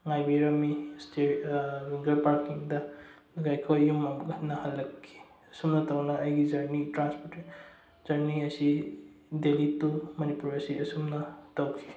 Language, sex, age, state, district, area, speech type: Manipuri, male, 18-30, Manipur, Bishnupur, rural, spontaneous